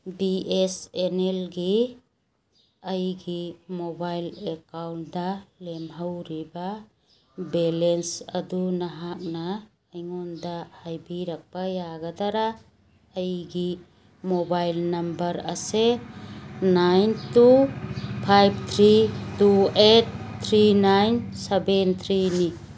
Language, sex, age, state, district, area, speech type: Manipuri, female, 60+, Manipur, Churachandpur, urban, read